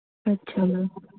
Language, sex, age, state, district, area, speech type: Punjabi, female, 18-30, Punjab, Mohali, rural, conversation